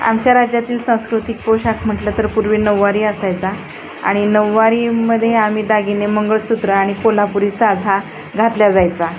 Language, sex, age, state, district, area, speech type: Marathi, female, 45-60, Maharashtra, Osmanabad, rural, spontaneous